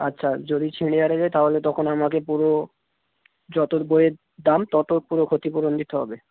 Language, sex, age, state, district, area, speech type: Bengali, male, 18-30, West Bengal, North 24 Parganas, rural, conversation